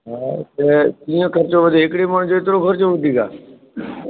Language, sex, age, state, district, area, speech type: Sindhi, male, 30-45, Delhi, South Delhi, urban, conversation